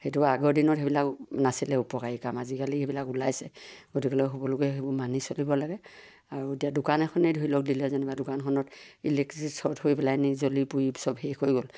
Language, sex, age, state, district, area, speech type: Assamese, female, 60+, Assam, Kamrup Metropolitan, rural, spontaneous